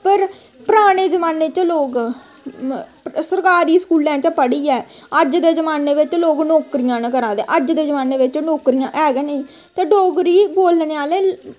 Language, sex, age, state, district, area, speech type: Dogri, female, 18-30, Jammu and Kashmir, Samba, rural, spontaneous